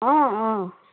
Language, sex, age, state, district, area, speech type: Assamese, female, 45-60, Assam, Dibrugarh, rural, conversation